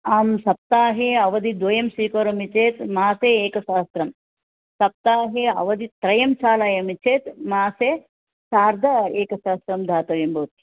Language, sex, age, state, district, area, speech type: Sanskrit, female, 60+, Karnataka, Bangalore Urban, urban, conversation